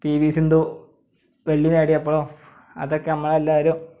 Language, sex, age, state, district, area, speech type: Malayalam, male, 18-30, Kerala, Malappuram, rural, spontaneous